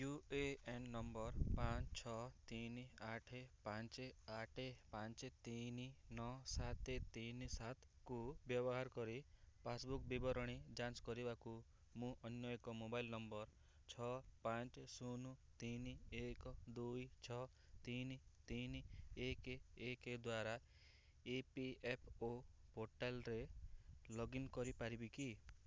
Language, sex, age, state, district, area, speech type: Odia, male, 30-45, Odisha, Cuttack, urban, read